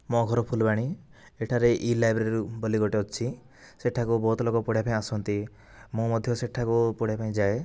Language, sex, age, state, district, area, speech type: Odia, male, 18-30, Odisha, Kandhamal, rural, spontaneous